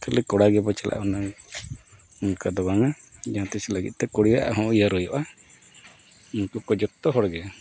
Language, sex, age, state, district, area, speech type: Santali, male, 45-60, Odisha, Mayurbhanj, rural, spontaneous